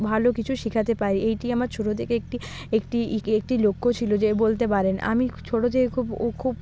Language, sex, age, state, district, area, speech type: Bengali, female, 30-45, West Bengal, Purba Medinipur, rural, spontaneous